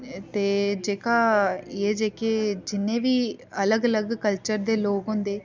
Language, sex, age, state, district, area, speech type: Dogri, female, 18-30, Jammu and Kashmir, Udhampur, rural, spontaneous